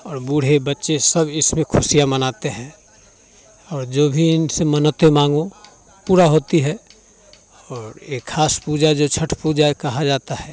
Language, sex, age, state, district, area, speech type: Hindi, male, 30-45, Bihar, Muzaffarpur, rural, spontaneous